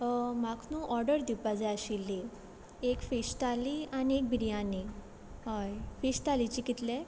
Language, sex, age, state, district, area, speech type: Goan Konkani, female, 18-30, Goa, Quepem, rural, spontaneous